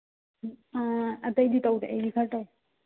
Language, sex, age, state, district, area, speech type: Manipuri, female, 18-30, Manipur, Churachandpur, rural, conversation